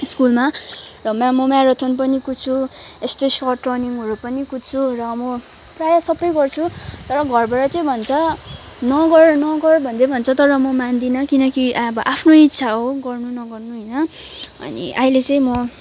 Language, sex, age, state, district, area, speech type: Nepali, female, 18-30, West Bengal, Kalimpong, rural, spontaneous